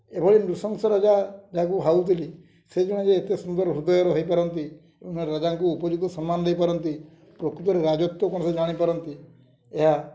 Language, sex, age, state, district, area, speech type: Odia, male, 45-60, Odisha, Mayurbhanj, rural, spontaneous